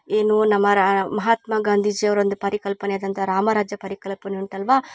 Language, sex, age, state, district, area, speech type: Kannada, female, 30-45, Karnataka, Chikkamagaluru, rural, spontaneous